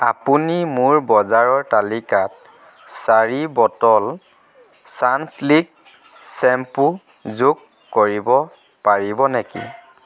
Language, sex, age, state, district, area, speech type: Assamese, male, 30-45, Assam, Dhemaji, rural, read